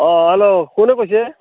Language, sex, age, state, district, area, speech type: Assamese, male, 45-60, Assam, Barpeta, rural, conversation